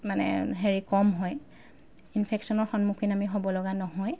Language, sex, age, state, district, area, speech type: Assamese, female, 30-45, Assam, Golaghat, urban, spontaneous